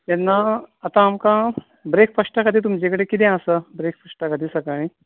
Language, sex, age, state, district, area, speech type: Goan Konkani, male, 45-60, Goa, Ponda, rural, conversation